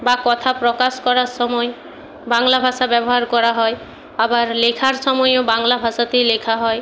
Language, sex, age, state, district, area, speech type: Bengali, female, 60+, West Bengal, Jhargram, rural, spontaneous